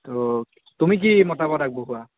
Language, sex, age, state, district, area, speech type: Assamese, male, 18-30, Assam, Nagaon, rural, conversation